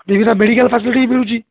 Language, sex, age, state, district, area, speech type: Odia, male, 60+, Odisha, Jharsuguda, rural, conversation